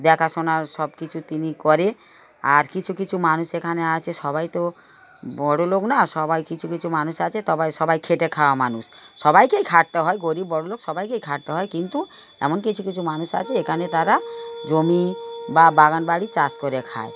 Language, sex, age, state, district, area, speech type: Bengali, female, 60+, West Bengal, Darjeeling, rural, spontaneous